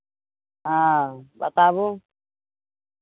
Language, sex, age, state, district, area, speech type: Maithili, female, 60+, Bihar, Madhepura, rural, conversation